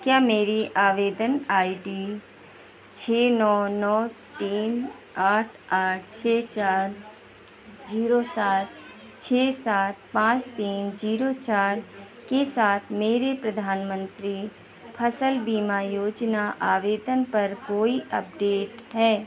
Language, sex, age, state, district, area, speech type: Hindi, female, 60+, Uttar Pradesh, Hardoi, rural, read